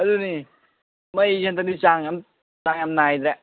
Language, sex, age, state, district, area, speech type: Manipuri, male, 18-30, Manipur, Kangpokpi, urban, conversation